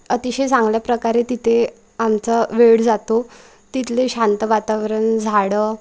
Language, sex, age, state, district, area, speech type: Marathi, female, 18-30, Maharashtra, Wardha, rural, spontaneous